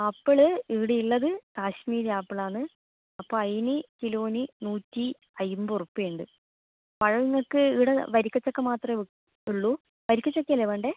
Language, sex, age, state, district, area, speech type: Malayalam, female, 18-30, Kerala, Kannur, rural, conversation